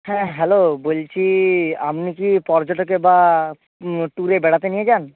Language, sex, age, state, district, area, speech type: Bengali, male, 18-30, West Bengal, Hooghly, urban, conversation